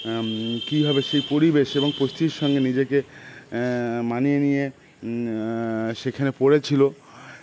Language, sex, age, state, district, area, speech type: Bengali, male, 30-45, West Bengal, Howrah, urban, spontaneous